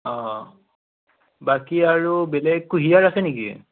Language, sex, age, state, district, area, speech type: Assamese, male, 18-30, Assam, Morigaon, rural, conversation